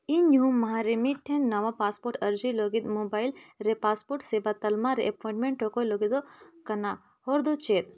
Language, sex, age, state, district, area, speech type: Santali, female, 18-30, Jharkhand, Bokaro, rural, read